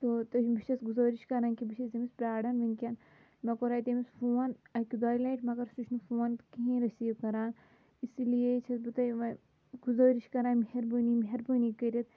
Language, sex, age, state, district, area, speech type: Kashmiri, female, 30-45, Jammu and Kashmir, Shopian, urban, spontaneous